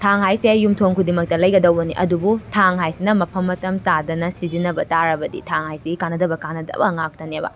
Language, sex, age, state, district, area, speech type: Manipuri, female, 18-30, Manipur, Kakching, rural, spontaneous